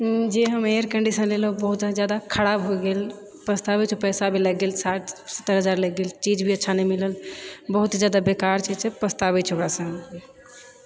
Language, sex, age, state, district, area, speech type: Maithili, female, 30-45, Bihar, Purnia, rural, spontaneous